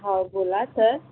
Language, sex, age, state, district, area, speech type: Marathi, female, 30-45, Maharashtra, Wardha, rural, conversation